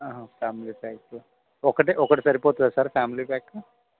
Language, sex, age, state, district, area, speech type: Telugu, male, 18-30, Telangana, Khammam, urban, conversation